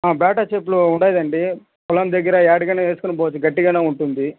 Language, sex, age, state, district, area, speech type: Telugu, male, 18-30, Andhra Pradesh, Sri Balaji, urban, conversation